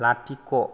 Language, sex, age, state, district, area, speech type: Bodo, male, 30-45, Assam, Kokrajhar, rural, read